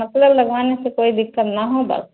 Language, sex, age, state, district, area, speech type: Hindi, female, 60+, Uttar Pradesh, Ayodhya, rural, conversation